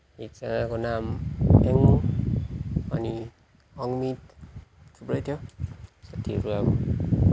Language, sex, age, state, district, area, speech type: Nepali, male, 18-30, West Bengal, Kalimpong, rural, spontaneous